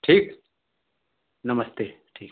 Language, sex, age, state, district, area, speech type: Hindi, male, 60+, Uttar Pradesh, Ghazipur, rural, conversation